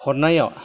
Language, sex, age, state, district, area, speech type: Bodo, male, 60+, Assam, Kokrajhar, rural, spontaneous